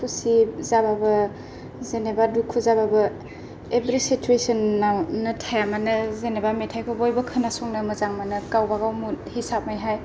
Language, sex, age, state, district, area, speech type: Bodo, female, 18-30, Assam, Kokrajhar, rural, spontaneous